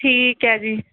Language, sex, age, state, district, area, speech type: Punjabi, female, 18-30, Punjab, Mohali, urban, conversation